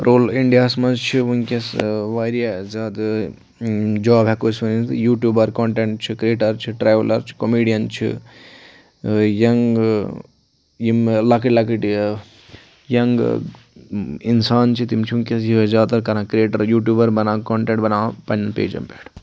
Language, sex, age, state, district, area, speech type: Kashmiri, male, 18-30, Jammu and Kashmir, Budgam, rural, spontaneous